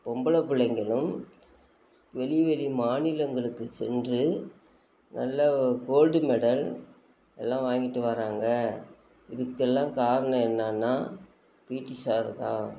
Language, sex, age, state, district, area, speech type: Tamil, female, 45-60, Tamil Nadu, Nagapattinam, rural, spontaneous